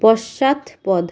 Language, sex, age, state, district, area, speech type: Bengali, female, 30-45, West Bengal, Malda, rural, read